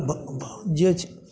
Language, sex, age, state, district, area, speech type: Maithili, male, 60+, Bihar, Madhepura, urban, spontaneous